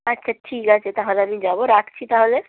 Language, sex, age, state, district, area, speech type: Bengali, female, 18-30, West Bengal, Jalpaiguri, rural, conversation